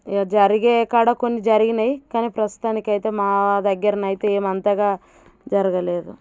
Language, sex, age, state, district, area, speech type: Telugu, female, 30-45, Telangana, Warangal, rural, spontaneous